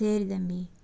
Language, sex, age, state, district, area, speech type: Tamil, female, 60+, Tamil Nadu, Erode, urban, spontaneous